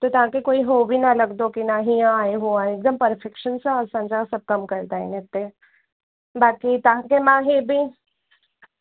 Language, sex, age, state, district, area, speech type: Sindhi, female, 18-30, Uttar Pradesh, Lucknow, urban, conversation